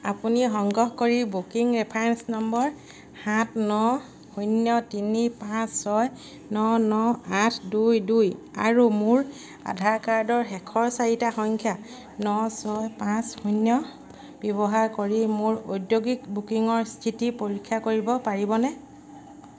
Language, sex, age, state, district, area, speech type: Assamese, female, 30-45, Assam, Sivasagar, rural, read